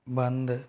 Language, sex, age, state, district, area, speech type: Hindi, male, 45-60, Rajasthan, Jodhpur, urban, read